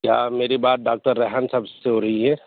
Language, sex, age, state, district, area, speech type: Urdu, male, 18-30, Bihar, Purnia, rural, conversation